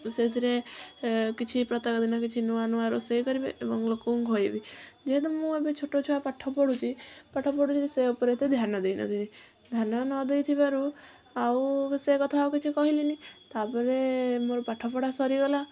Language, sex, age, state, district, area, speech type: Odia, female, 18-30, Odisha, Kendujhar, urban, spontaneous